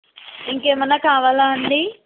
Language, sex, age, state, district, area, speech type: Telugu, female, 60+, Andhra Pradesh, Eluru, urban, conversation